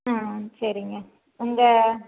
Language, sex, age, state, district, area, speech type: Tamil, female, 45-60, Tamil Nadu, Salem, rural, conversation